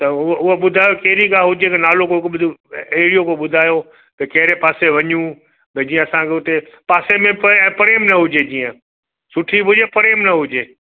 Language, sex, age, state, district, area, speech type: Sindhi, male, 60+, Gujarat, Kutch, urban, conversation